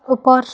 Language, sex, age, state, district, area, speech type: Odia, female, 18-30, Odisha, Bargarh, urban, read